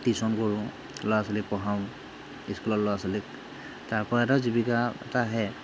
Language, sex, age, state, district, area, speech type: Assamese, male, 45-60, Assam, Morigaon, rural, spontaneous